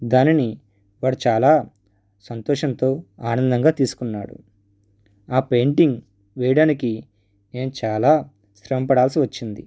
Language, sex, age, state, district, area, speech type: Telugu, male, 30-45, Andhra Pradesh, East Godavari, rural, spontaneous